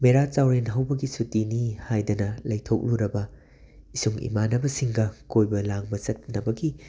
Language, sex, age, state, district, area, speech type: Manipuri, male, 45-60, Manipur, Imphal West, urban, spontaneous